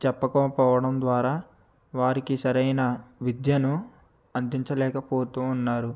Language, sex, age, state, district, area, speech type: Telugu, male, 18-30, Andhra Pradesh, West Godavari, rural, spontaneous